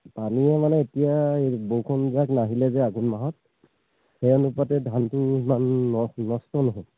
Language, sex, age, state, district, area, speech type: Assamese, male, 30-45, Assam, Charaideo, rural, conversation